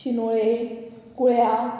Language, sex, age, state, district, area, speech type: Goan Konkani, female, 18-30, Goa, Murmgao, urban, spontaneous